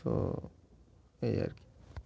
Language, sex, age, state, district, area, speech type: Bengali, male, 18-30, West Bengal, Murshidabad, urban, spontaneous